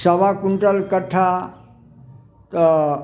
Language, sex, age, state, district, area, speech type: Maithili, male, 60+, Bihar, Samastipur, urban, spontaneous